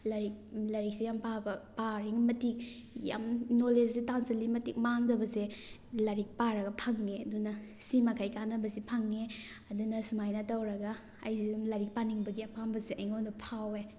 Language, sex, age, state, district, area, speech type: Manipuri, female, 30-45, Manipur, Thoubal, rural, spontaneous